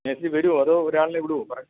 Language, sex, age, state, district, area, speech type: Malayalam, male, 45-60, Kerala, Kollam, rural, conversation